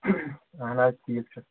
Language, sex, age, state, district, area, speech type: Kashmiri, male, 18-30, Jammu and Kashmir, Pulwama, urban, conversation